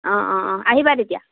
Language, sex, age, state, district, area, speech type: Assamese, female, 30-45, Assam, Lakhimpur, rural, conversation